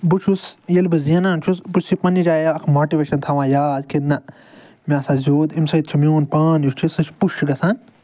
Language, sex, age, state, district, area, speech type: Kashmiri, male, 30-45, Jammu and Kashmir, Ganderbal, rural, spontaneous